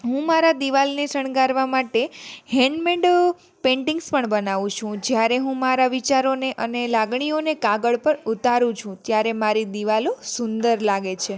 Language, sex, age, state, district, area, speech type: Gujarati, female, 18-30, Gujarat, Junagadh, urban, spontaneous